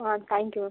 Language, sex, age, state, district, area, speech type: Tamil, female, 30-45, Tamil Nadu, Viluppuram, rural, conversation